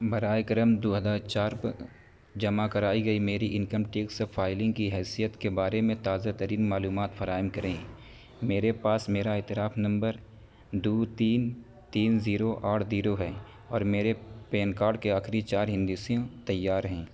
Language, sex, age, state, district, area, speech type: Urdu, male, 18-30, Uttar Pradesh, Saharanpur, urban, read